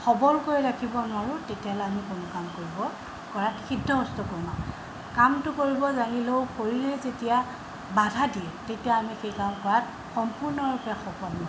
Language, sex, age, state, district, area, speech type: Assamese, female, 60+, Assam, Tinsukia, rural, spontaneous